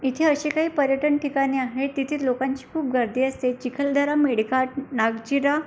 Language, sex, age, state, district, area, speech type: Marathi, female, 18-30, Maharashtra, Amravati, rural, spontaneous